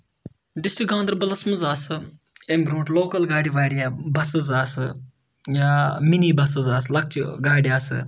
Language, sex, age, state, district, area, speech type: Kashmiri, male, 30-45, Jammu and Kashmir, Ganderbal, rural, spontaneous